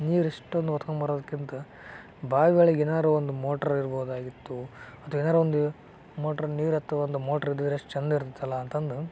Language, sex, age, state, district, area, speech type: Kannada, male, 18-30, Karnataka, Koppal, rural, spontaneous